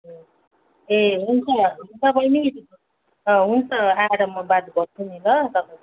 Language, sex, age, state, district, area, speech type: Nepali, female, 45-60, West Bengal, Darjeeling, rural, conversation